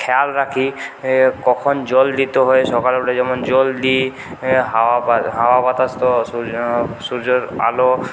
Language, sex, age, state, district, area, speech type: Bengali, male, 30-45, West Bengal, Purulia, rural, spontaneous